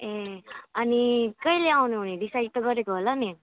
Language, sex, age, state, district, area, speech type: Nepali, female, 30-45, West Bengal, Alipurduar, urban, conversation